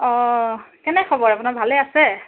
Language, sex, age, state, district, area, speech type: Assamese, female, 30-45, Assam, Biswanath, rural, conversation